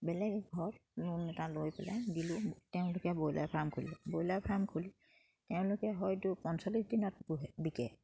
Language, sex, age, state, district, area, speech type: Assamese, female, 30-45, Assam, Charaideo, rural, spontaneous